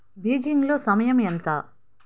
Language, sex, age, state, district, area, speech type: Telugu, female, 30-45, Andhra Pradesh, Nellore, urban, read